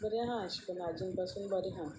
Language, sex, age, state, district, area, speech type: Goan Konkani, female, 45-60, Goa, Sanguem, rural, spontaneous